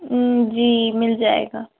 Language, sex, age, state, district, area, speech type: Urdu, female, 30-45, Uttar Pradesh, Lucknow, urban, conversation